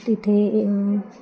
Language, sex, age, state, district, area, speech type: Marathi, female, 45-60, Maharashtra, Wardha, rural, spontaneous